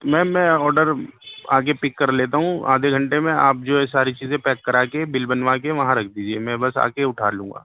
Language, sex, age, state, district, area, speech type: Urdu, male, 30-45, Delhi, East Delhi, urban, conversation